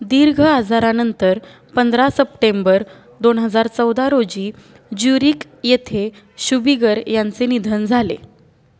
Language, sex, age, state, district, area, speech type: Marathi, female, 18-30, Maharashtra, Satara, urban, read